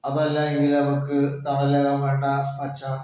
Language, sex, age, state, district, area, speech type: Malayalam, male, 60+, Kerala, Palakkad, rural, spontaneous